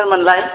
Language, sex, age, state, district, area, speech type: Bodo, female, 60+, Assam, Chirang, rural, conversation